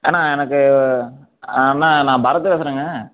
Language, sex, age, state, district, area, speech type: Tamil, male, 18-30, Tamil Nadu, Erode, urban, conversation